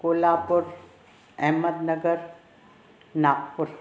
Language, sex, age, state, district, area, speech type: Sindhi, other, 60+, Maharashtra, Thane, urban, spontaneous